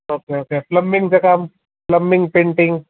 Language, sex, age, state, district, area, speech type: Marathi, male, 30-45, Maharashtra, Osmanabad, rural, conversation